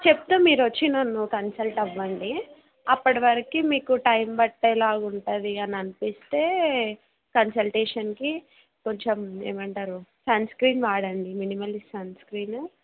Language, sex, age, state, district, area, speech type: Telugu, female, 18-30, Telangana, Nalgonda, rural, conversation